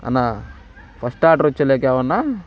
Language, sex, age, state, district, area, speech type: Telugu, male, 18-30, Andhra Pradesh, Bapatla, rural, spontaneous